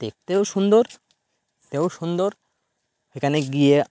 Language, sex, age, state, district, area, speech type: Bengali, male, 45-60, West Bengal, Birbhum, urban, spontaneous